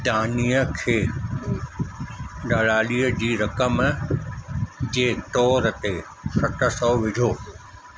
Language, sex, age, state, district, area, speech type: Sindhi, male, 45-60, Madhya Pradesh, Katni, urban, read